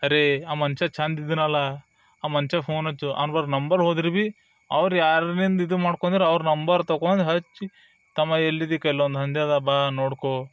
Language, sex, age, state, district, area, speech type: Kannada, male, 30-45, Karnataka, Bidar, urban, spontaneous